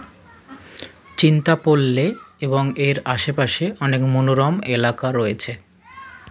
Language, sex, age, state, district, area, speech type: Bengali, male, 45-60, West Bengal, South 24 Parganas, rural, read